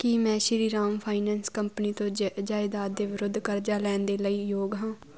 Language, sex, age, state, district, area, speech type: Punjabi, female, 18-30, Punjab, Muktsar, rural, read